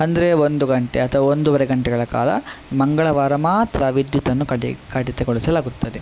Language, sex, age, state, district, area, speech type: Kannada, male, 18-30, Karnataka, Udupi, rural, spontaneous